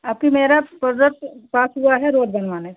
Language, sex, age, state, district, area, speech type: Hindi, female, 60+, Uttar Pradesh, Pratapgarh, rural, conversation